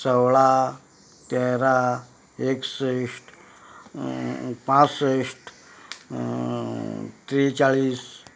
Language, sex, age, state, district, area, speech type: Goan Konkani, male, 45-60, Goa, Canacona, rural, spontaneous